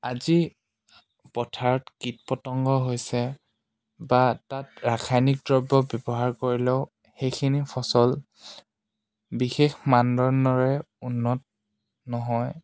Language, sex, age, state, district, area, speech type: Assamese, male, 18-30, Assam, Charaideo, rural, spontaneous